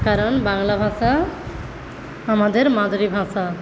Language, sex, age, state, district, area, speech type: Bengali, female, 45-60, West Bengal, Paschim Medinipur, rural, spontaneous